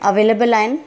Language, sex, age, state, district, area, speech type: Sindhi, female, 45-60, Maharashtra, Mumbai Suburban, urban, spontaneous